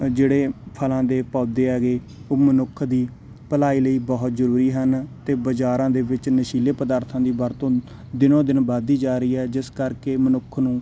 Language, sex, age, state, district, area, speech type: Punjabi, male, 18-30, Punjab, Mansa, urban, spontaneous